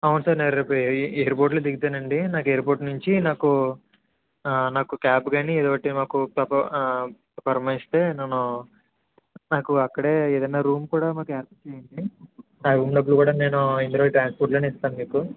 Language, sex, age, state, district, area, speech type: Telugu, male, 60+, Andhra Pradesh, Kakinada, rural, conversation